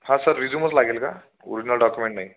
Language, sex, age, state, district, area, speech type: Marathi, male, 18-30, Maharashtra, Buldhana, rural, conversation